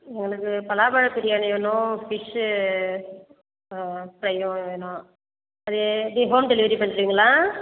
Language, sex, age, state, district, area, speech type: Tamil, female, 45-60, Tamil Nadu, Cuddalore, rural, conversation